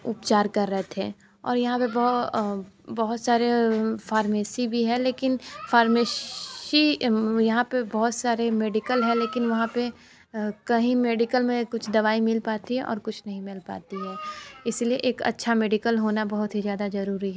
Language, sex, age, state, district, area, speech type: Hindi, female, 45-60, Uttar Pradesh, Sonbhadra, rural, spontaneous